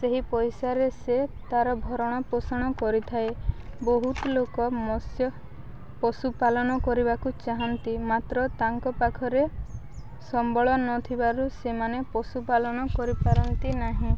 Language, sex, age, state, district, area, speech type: Odia, female, 18-30, Odisha, Balangir, urban, spontaneous